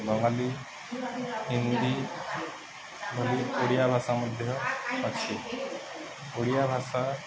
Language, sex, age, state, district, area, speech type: Odia, male, 18-30, Odisha, Subarnapur, urban, spontaneous